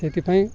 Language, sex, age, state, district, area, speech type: Odia, male, 45-60, Odisha, Nabarangpur, rural, spontaneous